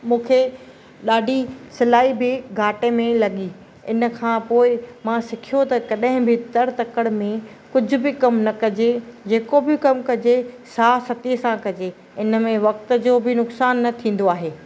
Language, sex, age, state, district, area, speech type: Sindhi, female, 45-60, Maharashtra, Thane, urban, spontaneous